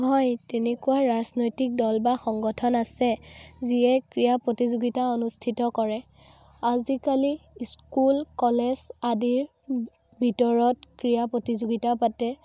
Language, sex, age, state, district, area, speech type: Assamese, female, 18-30, Assam, Biswanath, rural, spontaneous